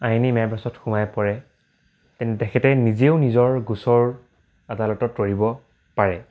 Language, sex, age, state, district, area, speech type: Assamese, male, 18-30, Assam, Dibrugarh, rural, spontaneous